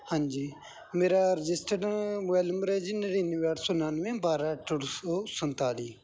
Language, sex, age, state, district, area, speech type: Punjabi, male, 18-30, Punjab, Bathinda, rural, spontaneous